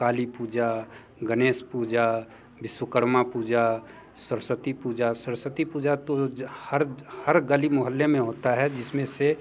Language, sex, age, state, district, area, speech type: Hindi, male, 30-45, Bihar, Muzaffarpur, rural, spontaneous